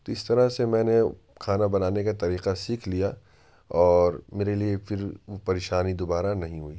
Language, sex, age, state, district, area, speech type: Urdu, male, 18-30, Uttar Pradesh, Ghaziabad, urban, spontaneous